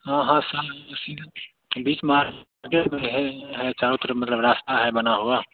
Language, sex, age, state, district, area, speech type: Hindi, male, 18-30, Bihar, Begusarai, rural, conversation